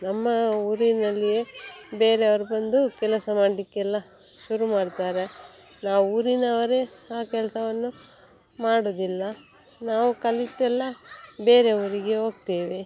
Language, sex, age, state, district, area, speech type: Kannada, female, 30-45, Karnataka, Dakshina Kannada, rural, spontaneous